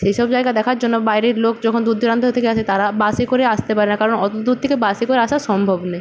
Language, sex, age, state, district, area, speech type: Bengali, female, 18-30, West Bengal, Purba Medinipur, rural, spontaneous